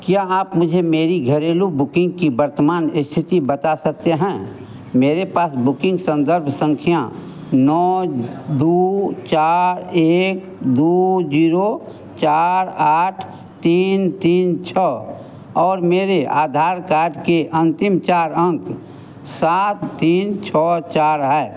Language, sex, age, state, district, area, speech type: Hindi, male, 60+, Bihar, Madhepura, rural, read